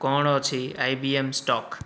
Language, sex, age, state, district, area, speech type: Odia, male, 45-60, Odisha, Kandhamal, rural, read